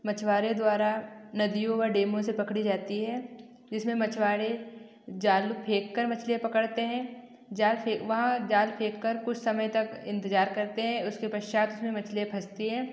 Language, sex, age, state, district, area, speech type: Hindi, female, 18-30, Madhya Pradesh, Betul, rural, spontaneous